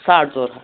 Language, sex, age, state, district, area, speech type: Kashmiri, male, 18-30, Jammu and Kashmir, Shopian, urban, conversation